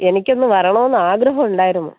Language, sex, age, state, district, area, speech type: Malayalam, female, 45-60, Kerala, Thiruvananthapuram, urban, conversation